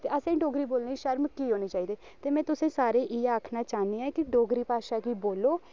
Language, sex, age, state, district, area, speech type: Dogri, male, 18-30, Jammu and Kashmir, Reasi, rural, spontaneous